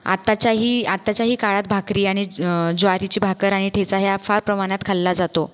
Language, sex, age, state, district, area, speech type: Marathi, female, 30-45, Maharashtra, Buldhana, rural, spontaneous